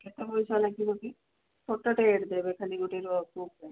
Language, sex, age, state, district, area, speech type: Odia, female, 60+, Odisha, Gajapati, rural, conversation